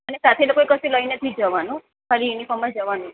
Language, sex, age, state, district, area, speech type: Gujarati, female, 18-30, Gujarat, Surat, urban, conversation